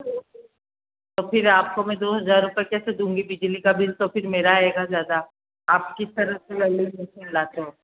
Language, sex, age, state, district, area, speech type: Hindi, female, 45-60, Rajasthan, Jodhpur, urban, conversation